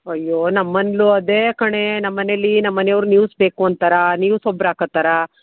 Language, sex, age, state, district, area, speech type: Kannada, female, 30-45, Karnataka, Mandya, rural, conversation